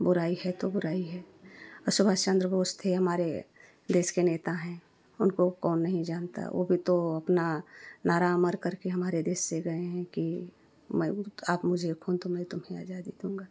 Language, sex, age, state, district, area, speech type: Hindi, female, 30-45, Uttar Pradesh, Prayagraj, rural, spontaneous